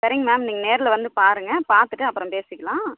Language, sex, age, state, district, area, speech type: Tamil, female, 30-45, Tamil Nadu, Tirupattur, rural, conversation